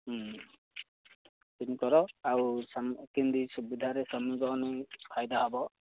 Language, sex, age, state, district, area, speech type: Odia, male, 30-45, Odisha, Ganjam, urban, conversation